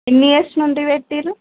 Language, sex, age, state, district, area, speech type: Telugu, female, 30-45, Telangana, Komaram Bheem, urban, conversation